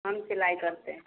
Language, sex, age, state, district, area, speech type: Hindi, female, 30-45, Bihar, Vaishali, rural, conversation